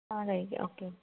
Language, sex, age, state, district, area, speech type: Malayalam, female, 18-30, Kerala, Wayanad, rural, conversation